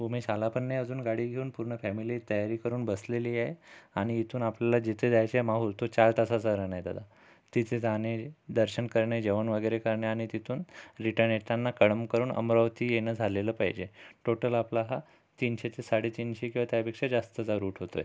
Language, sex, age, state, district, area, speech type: Marathi, male, 30-45, Maharashtra, Amravati, rural, spontaneous